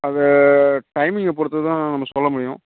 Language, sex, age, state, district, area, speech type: Tamil, male, 30-45, Tamil Nadu, Tiruvarur, rural, conversation